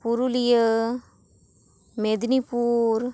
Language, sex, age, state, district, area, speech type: Santali, female, 18-30, West Bengal, Bankura, rural, spontaneous